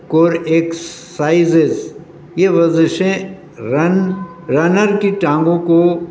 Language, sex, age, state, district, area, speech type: Urdu, male, 60+, Delhi, North East Delhi, urban, spontaneous